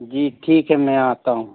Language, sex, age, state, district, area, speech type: Hindi, male, 45-60, Madhya Pradesh, Hoshangabad, urban, conversation